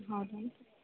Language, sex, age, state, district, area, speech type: Kannada, female, 18-30, Karnataka, Gadag, urban, conversation